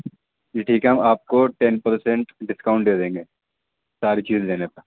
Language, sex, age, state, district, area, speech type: Urdu, male, 18-30, Delhi, East Delhi, urban, conversation